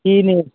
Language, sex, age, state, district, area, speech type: Bengali, male, 30-45, West Bengal, North 24 Parganas, urban, conversation